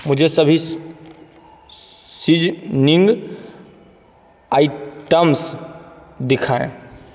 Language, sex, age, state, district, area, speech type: Hindi, male, 30-45, Bihar, Begusarai, rural, read